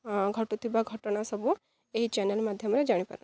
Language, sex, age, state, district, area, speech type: Odia, female, 18-30, Odisha, Jagatsinghpur, rural, spontaneous